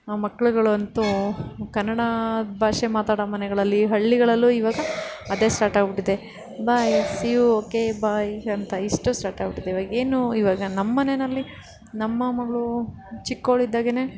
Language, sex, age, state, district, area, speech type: Kannada, female, 30-45, Karnataka, Ramanagara, urban, spontaneous